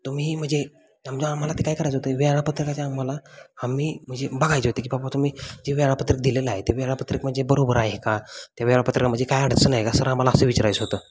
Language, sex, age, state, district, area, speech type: Marathi, male, 18-30, Maharashtra, Satara, rural, spontaneous